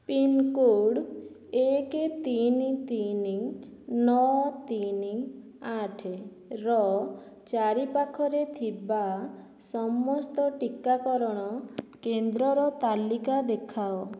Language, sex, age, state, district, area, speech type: Odia, female, 45-60, Odisha, Boudh, rural, read